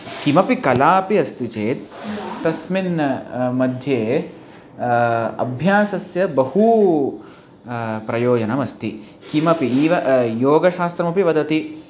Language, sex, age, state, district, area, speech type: Sanskrit, male, 18-30, Punjab, Amritsar, urban, spontaneous